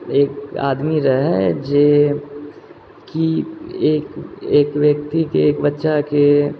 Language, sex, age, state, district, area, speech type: Maithili, female, 30-45, Bihar, Purnia, rural, spontaneous